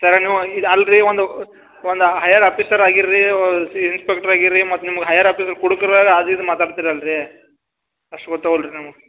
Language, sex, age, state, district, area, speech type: Kannada, male, 30-45, Karnataka, Belgaum, rural, conversation